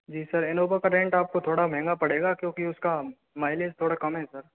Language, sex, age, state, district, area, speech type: Hindi, male, 60+, Rajasthan, Karauli, rural, conversation